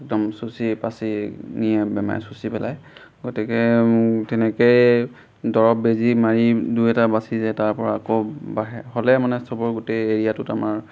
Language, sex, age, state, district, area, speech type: Assamese, male, 18-30, Assam, Golaghat, rural, spontaneous